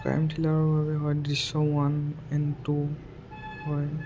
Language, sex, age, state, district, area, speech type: Assamese, male, 18-30, Assam, Udalguri, rural, spontaneous